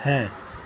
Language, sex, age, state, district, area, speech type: Urdu, male, 60+, Uttar Pradesh, Muzaffarnagar, urban, spontaneous